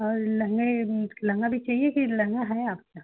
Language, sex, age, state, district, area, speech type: Hindi, female, 18-30, Uttar Pradesh, Chandauli, rural, conversation